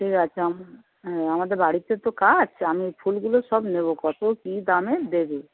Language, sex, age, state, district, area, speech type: Bengali, female, 60+, West Bengal, Dakshin Dinajpur, rural, conversation